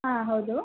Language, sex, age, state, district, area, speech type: Kannada, female, 18-30, Karnataka, Kolar, rural, conversation